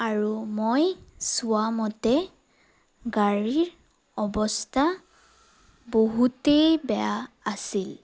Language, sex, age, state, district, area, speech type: Assamese, female, 30-45, Assam, Sonitpur, rural, spontaneous